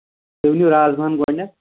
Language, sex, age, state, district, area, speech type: Kashmiri, male, 45-60, Jammu and Kashmir, Anantnag, rural, conversation